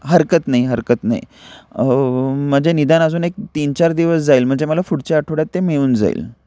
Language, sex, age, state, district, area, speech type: Marathi, male, 30-45, Maharashtra, Kolhapur, urban, spontaneous